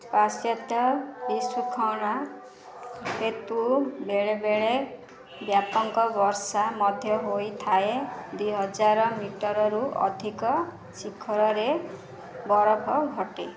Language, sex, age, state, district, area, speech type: Odia, female, 30-45, Odisha, Ganjam, urban, read